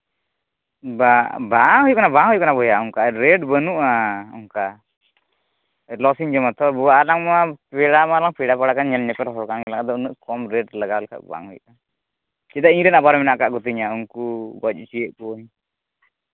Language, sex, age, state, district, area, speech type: Santali, male, 18-30, Jharkhand, Pakur, rural, conversation